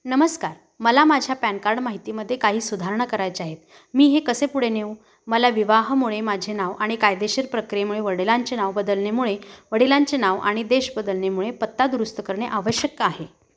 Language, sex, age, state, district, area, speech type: Marathi, female, 30-45, Maharashtra, Kolhapur, urban, read